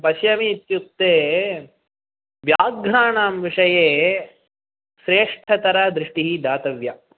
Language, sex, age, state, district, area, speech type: Sanskrit, male, 18-30, Tamil Nadu, Chennai, urban, conversation